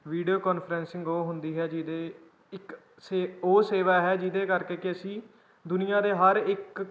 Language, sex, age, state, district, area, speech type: Punjabi, male, 18-30, Punjab, Kapurthala, rural, spontaneous